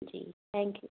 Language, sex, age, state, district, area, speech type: Hindi, female, 30-45, Rajasthan, Jodhpur, urban, conversation